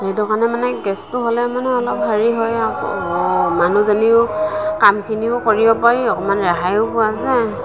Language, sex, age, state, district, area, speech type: Assamese, female, 45-60, Assam, Morigaon, rural, spontaneous